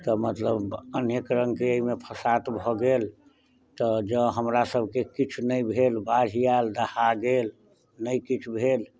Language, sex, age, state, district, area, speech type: Maithili, male, 60+, Bihar, Muzaffarpur, rural, spontaneous